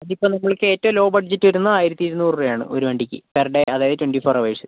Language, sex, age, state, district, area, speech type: Malayalam, female, 45-60, Kerala, Kozhikode, urban, conversation